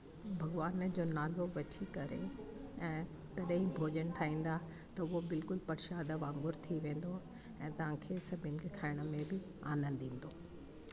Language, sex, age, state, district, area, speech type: Sindhi, female, 60+, Delhi, South Delhi, urban, spontaneous